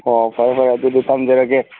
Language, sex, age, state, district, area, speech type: Manipuri, male, 45-60, Manipur, Churachandpur, urban, conversation